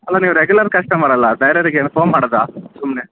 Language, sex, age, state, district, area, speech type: Kannada, male, 30-45, Karnataka, Davanagere, urban, conversation